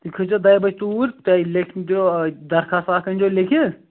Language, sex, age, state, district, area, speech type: Kashmiri, male, 18-30, Jammu and Kashmir, Ganderbal, rural, conversation